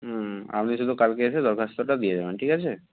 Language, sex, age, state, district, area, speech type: Bengali, male, 60+, West Bengal, Purba Medinipur, rural, conversation